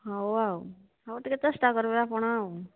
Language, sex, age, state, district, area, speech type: Odia, female, 45-60, Odisha, Angul, rural, conversation